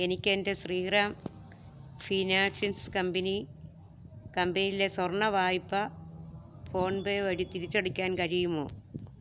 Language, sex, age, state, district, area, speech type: Malayalam, female, 60+, Kerala, Alappuzha, rural, read